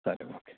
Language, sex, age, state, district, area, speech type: Kannada, male, 45-60, Karnataka, Chamarajanagar, urban, conversation